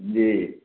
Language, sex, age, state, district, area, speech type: Hindi, male, 60+, Bihar, Muzaffarpur, rural, conversation